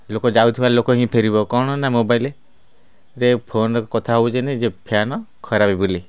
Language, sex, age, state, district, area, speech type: Odia, male, 30-45, Odisha, Kendrapara, urban, spontaneous